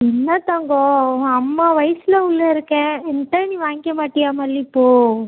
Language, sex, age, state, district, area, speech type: Tamil, female, 18-30, Tamil Nadu, Ariyalur, rural, conversation